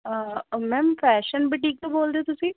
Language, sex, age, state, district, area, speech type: Punjabi, female, 18-30, Punjab, Shaheed Bhagat Singh Nagar, rural, conversation